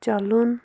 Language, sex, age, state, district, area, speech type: Kashmiri, female, 30-45, Jammu and Kashmir, Pulwama, rural, read